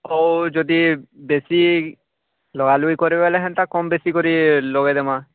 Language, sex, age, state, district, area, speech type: Odia, male, 45-60, Odisha, Nuapada, urban, conversation